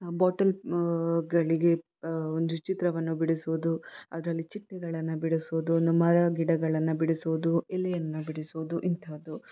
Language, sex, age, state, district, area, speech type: Kannada, female, 30-45, Karnataka, Shimoga, rural, spontaneous